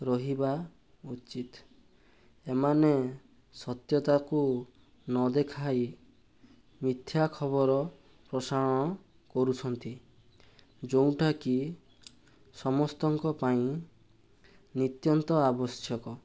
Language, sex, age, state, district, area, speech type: Odia, male, 18-30, Odisha, Balasore, rural, spontaneous